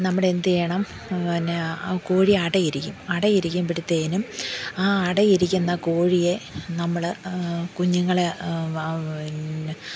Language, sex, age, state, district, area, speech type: Malayalam, female, 45-60, Kerala, Thiruvananthapuram, urban, spontaneous